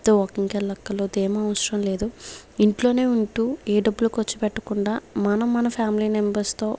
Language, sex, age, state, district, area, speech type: Telugu, female, 45-60, Andhra Pradesh, Kakinada, rural, spontaneous